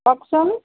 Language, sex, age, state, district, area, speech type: Assamese, female, 30-45, Assam, Jorhat, urban, conversation